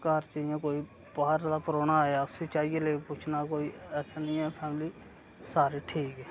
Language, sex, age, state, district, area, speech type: Dogri, male, 30-45, Jammu and Kashmir, Reasi, rural, spontaneous